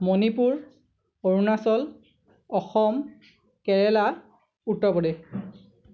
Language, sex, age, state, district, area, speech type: Assamese, male, 18-30, Assam, Lakhimpur, rural, spontaneous